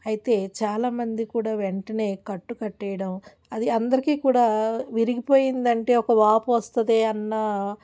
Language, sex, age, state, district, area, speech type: Telugu, female, 45-60, Andhra Pradesh, Alluri Sitarama Raju, rural, spontaneous